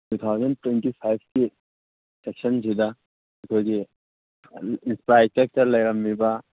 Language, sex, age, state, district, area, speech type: Manipuri, male, 30-45, Manipur, Churachandpur, rural, conversation